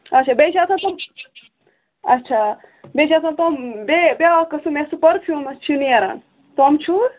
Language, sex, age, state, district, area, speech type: Kashmiri, female, 30-45, Jammu and Kashmir, Ganderbal, rural, conversation